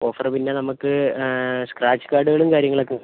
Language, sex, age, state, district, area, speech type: Malayalam, male, 30-45, Kerala, Wayanad, rural, conversation